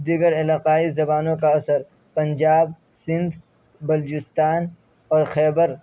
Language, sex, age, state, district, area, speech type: Urdu, male, 18-30, Uttar Pradesh, Saharanpur, urban, spontaneous